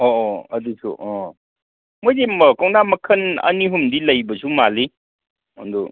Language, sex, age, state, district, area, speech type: Manipuri, male, 30-45, Manipur, Kangpokpi, urban, conversation